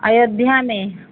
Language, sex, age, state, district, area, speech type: Hindi, female, 60+, Uttar Pradesh, Ayodhya, rural, conversation